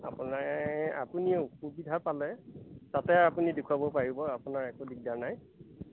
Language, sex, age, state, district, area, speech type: Assamese, male, 45-60, Assam, Majuli, rural, conversation